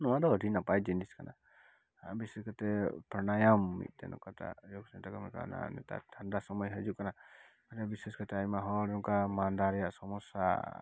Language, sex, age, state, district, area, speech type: Santali, male, 30-45, West Bengal, Dakshin Dinajpur, rural, spontaneous